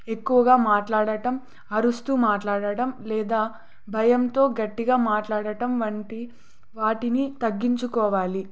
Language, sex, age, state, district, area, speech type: Telugu, female, 18-30, Andhra Pradesh, Sri Satya Sai, urban, spontaneous